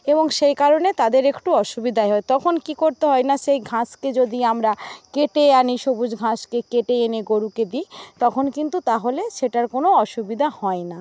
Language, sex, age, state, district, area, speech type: Bengali, female, 60+, West Bengal, Paschim Medinipur, rural, spontaneous